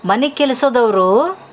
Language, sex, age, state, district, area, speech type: Kannada, female, 60+, Karnataka, Bidar, urban, spontaneous